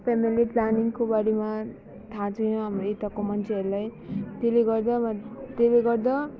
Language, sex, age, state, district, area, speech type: Nepali, female, 30-45, West Bengal, Alipurduar, urban, spontaneous